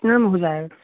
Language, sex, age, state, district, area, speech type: Maithili, male, 18-30, Bihar, Samastipur, rural, conversation